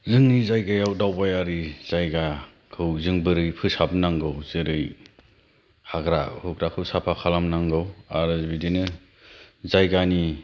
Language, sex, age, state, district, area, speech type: Bodo, male, 30-45, Assam, Kokrajhar, rural, spontaneous